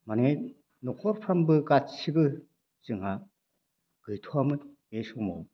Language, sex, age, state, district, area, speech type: Bodo, male, 60+, Assam, Udalguri, rural, spontaneous